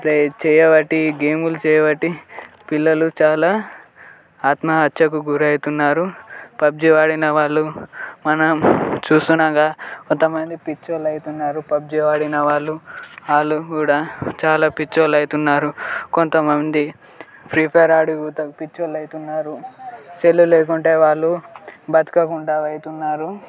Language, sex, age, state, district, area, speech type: Telugu, male, 18-30, Telangana, Peddapalli, rural, spontaneous